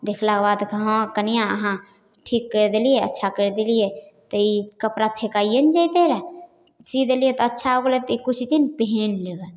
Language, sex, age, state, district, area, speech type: Maithili, female, 18-30, Bihar, Samastipur, rural, spontaneous